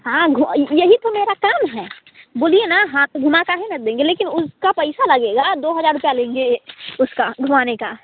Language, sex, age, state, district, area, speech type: Hindi, female, 18-30, Bihar, Muzaffarpur, rural, conversation